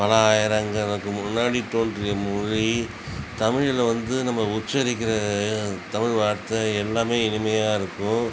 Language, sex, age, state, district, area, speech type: Tamil, male, 45-60, Tamil Nadu, Cuddalore, rural, spontaneous